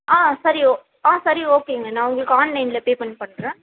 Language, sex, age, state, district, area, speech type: Tamil, female, 18-30, Tamil Nadu, Ranipet, rural, conversation